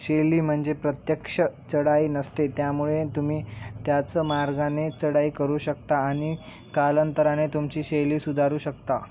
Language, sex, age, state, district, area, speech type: Marathi, male, 18-30, Maharashtra, Nanded, rural, read